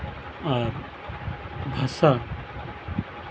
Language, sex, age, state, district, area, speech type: Santali, male, 45-60, West Bengal, Birbhum, rural, spontaneous